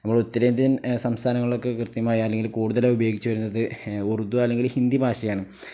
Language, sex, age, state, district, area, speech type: Malayalam, male, 18-30, Kerala, Kozhikode, rural, spontaneous